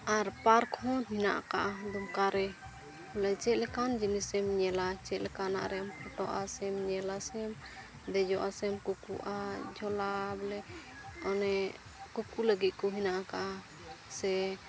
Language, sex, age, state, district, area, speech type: Santali, female, 18-30, Jharkhand, Pakur, rural, spontaneous